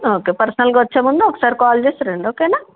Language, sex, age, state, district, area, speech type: Telugu, female, 45-60, Telangana, Nizamabad, rural, conversation